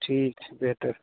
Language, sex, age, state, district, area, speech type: Urdu, male, 18-30, Bihar, Araria, rural, conversation